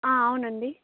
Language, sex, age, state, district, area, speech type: Telugu, female, 18-30, Andhra Pradesh, Chittoor, urban, conversation